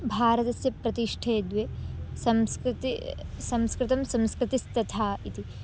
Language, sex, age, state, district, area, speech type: Sanskrit, female, 18-30, Karnataka, Belgaum, rural, spontaneous